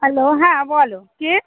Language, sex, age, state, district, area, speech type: Bengali, female, 30-45, West Bengal, Hooghly, urban, conversation